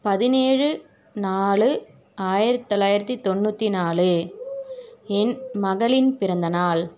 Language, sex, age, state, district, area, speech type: Tamil, female, 30-45, Tamil Nadu, Tiruvarur, urban, spontaneous